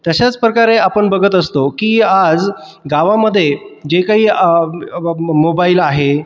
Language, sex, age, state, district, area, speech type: Marathi, male, 30-45, Maharashtra, Buldhana, urban, spontaneous